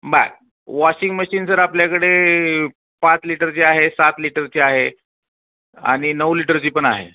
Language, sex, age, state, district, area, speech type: Marathi, male, 45-60, Maharashtra, Osmanabad, rural, conversation